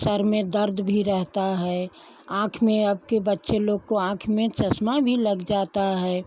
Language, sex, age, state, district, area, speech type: Hindi, female, 60+, Uttar Pradesh, Pratapgarh, rural, spontaneous